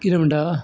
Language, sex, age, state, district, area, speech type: Goan Konkani, male, 60+, Goa, Bardez, rural, spontaneous